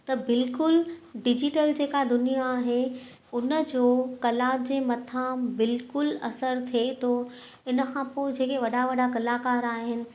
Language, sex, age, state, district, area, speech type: Sindhi, female, 30-45, Gujarat, Kutch, urban, spontaneous